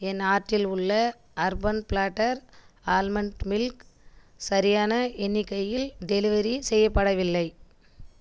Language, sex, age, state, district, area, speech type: Tamil, female, 30-45, Tamil Nadu, Kallakurichi, rural, read